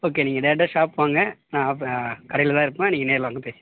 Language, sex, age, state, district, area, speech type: Tamil, male, 60+, Tamil Nadu, Mayiladuthurai, rural, conversation